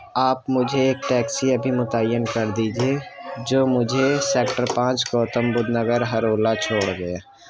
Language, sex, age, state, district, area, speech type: Urdu, male, 30-45, Uttar Pradesh, Gautam Buddha Nagar, urban, spontaneous